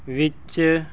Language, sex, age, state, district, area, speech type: Punjabi, male, 30-45, Punjab, Fazilka, rural, read